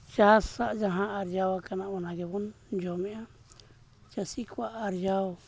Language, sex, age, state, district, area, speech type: Santali, male, 45-60, Jharkhand, East Singhbhum, rural, spontaneous